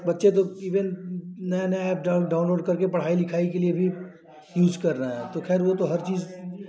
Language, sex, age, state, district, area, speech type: Hindi, male, 30-45, Uttar Pradesh, Chandauli, rural, spontaneous